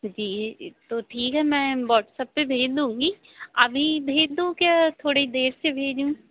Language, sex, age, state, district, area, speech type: Hindi, female, 18-30, Madhya Pradesh, Narsinghpur, urban, conversation